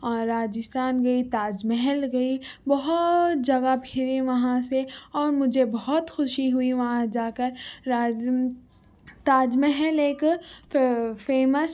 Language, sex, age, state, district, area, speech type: Urdu, female, 18-30, Telangana, Hyderabad, urban, spontaneous